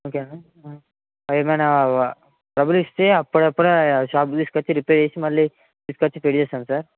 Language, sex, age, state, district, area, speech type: Telugu, male, 18-30, Telangana, Ranga Reddy, urban, conversation